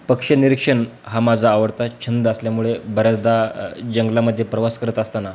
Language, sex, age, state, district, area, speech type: Marathi, male, 18-30, Maharashtra, Beed, rural, spontaneous